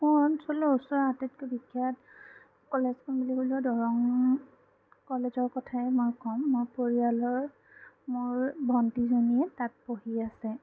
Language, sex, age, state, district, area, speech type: Assamese, female, 18-30, Assam, Sonitpur, rural, spontaneous